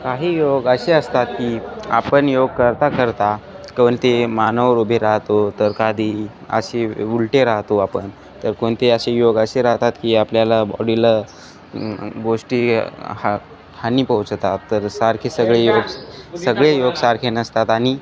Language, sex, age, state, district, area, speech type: Marathi, male, 18-30, Maharashtra, Hingoli, urban, spontaneous